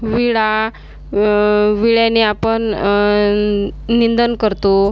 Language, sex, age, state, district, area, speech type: Marathi, female, 30-45, Maharashtra, Washim, rural, spontaneous